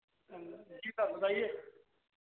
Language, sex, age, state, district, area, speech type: Hindi, male, 30-45, Uttar Pradesh, Sitapur, rural, conversation